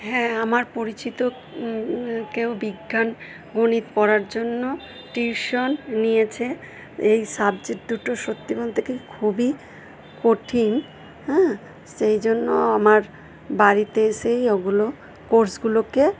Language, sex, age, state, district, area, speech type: Bengali, female, 45-60, West Bengal, Purba Bardhaman, rural, spontaneous